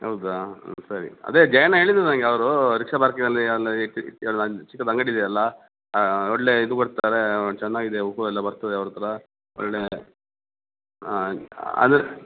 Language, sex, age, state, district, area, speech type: Kannada, male, 45-60, Karnataka, Dakshina Kannada, rural, conversation